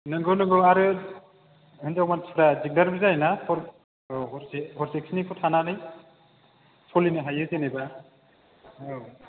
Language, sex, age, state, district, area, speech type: Bodo, male, 30-45, Assam, Chirang, urban, conversation